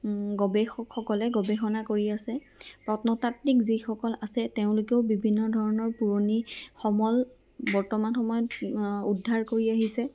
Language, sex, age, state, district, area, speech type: Assamese, female, 18-30, Assam, Lakhimpur, rural, spontaneous